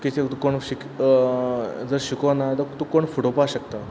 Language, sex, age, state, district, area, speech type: Goan Konkani, male, 30-45, Goa, Quepem, rural, spontaneous